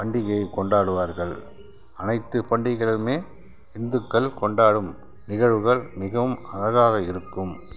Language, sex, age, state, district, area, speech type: Tamil, male, 60+, Tamil Nadu, Kallakurichi, rural, spontaneous